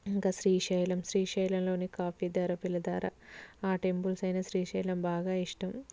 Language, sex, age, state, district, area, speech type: Telugu, female, 18-30, Andhra Pradesh, Visakhapatnam, urban, spontaneous